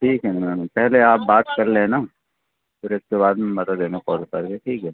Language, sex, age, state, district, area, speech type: Hindi, male, 30-45, Madhya Pradesh, Seoni, urban, conversation